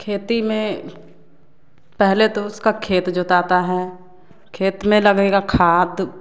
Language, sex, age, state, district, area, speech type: Hindi, female, 30-45, Bihar, Samastipur, rural, spontaneous